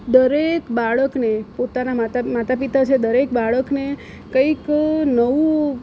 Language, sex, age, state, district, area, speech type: Gujarati, female, 30-45, Gujarat, Surat, urban, spontaneous